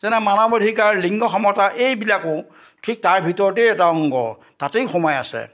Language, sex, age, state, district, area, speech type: Assamese, male, 60+, Assam, Majuli, urban, spontaneous